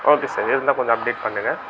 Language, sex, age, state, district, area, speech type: Tamil, male, 18-30, Tamil Nadu, Tiruvannamalai, rural, spontaneous